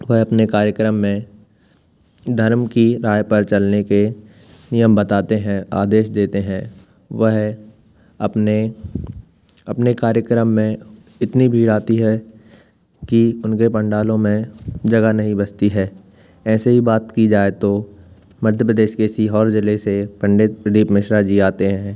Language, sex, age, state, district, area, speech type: Hindi, male, 18-30, Madhya Pradesh, Jabalpur, urban, spontaneous